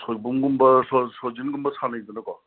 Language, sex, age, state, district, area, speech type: Manipuri, male, 30-45, Manipur, Kangpokpi, urban, conversation